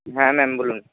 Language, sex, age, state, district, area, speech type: Bengali, male, 18-30, West Bengal, Purba Bardhaman, urban, conversation